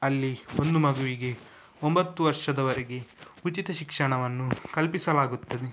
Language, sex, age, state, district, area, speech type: Kannada, male, 18-30, Karnataka, Udupi, rural, spontaneous